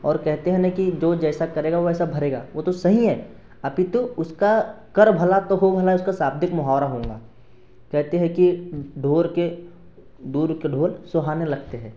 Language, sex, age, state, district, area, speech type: Hindi, male, 18-30, Madhya Pradesh, Betul, urban, spontaneous